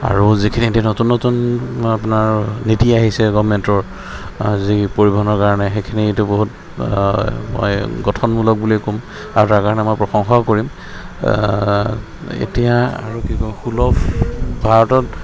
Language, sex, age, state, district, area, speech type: Assamese, male, 30-45, Assam, Sonitpur, urban, spontaneous